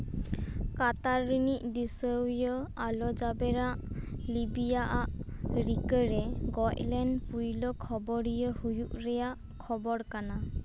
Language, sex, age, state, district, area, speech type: Santali, female, 18-30, West Bengal, Purba Bardhaman, rural, read